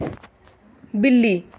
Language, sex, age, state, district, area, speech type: Dogri, female, 30-45, Jammu and Kashmir, Samba, urban, read